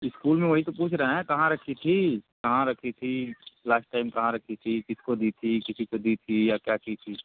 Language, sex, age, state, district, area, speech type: Hindi, male, 30-45, Uttar Pradesh, Chandauli, rural, conversation